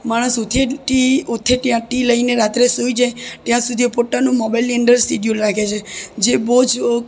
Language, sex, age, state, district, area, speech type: Gujarati, female, 18-30, Gujarat, Surat, rural, spontaneous